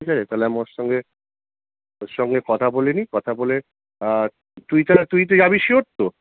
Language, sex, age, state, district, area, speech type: Bengali, male, 30-45, West Bengal, Kolkata, urban, conversation